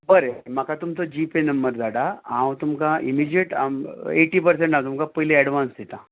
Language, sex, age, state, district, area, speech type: Goan Konkani, male, 45-60, Goa, Ponda, rural, conversation